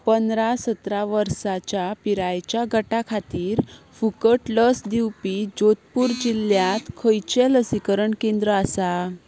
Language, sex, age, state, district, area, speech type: Goan Konkani, female, 18-30, Goa, Ponda, rural, read